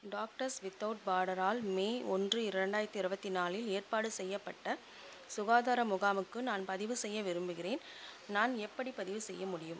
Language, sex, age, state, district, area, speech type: Tamil, female, 45-60, Tamil Nadu, Chengalpattu, rural, read